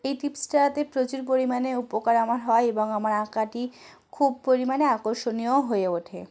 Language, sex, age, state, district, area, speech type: Bengali, female, 45-60, West Bengal, South 24 Parganas, rural, spontaneous